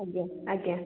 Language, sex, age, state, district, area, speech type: Odia, female, 18-30, Odisha, Puri, urban, conversation